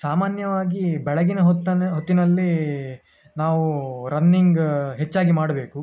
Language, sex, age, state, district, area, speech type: Kannada, male, 18-30, Karnataka, Dakshina Kannada, urban, spontaneous